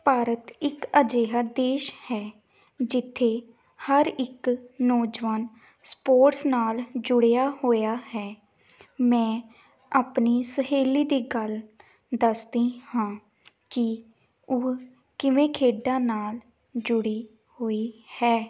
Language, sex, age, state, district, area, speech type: Punjabi, female, 18-30, Punjab, Gurdaspur, urban, spontaneous